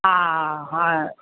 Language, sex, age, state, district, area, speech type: Sindhi, female, 45-60, Delhi, South Delhi, rural, conversation